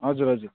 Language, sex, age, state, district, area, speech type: Nepali, male, 30-45, West Bengal, Jalpaiguri, rural, conversation